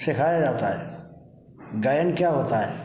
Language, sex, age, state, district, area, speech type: Hindi, male, 60+, Madhya Pradesh, Gwalior, rural, spontaneous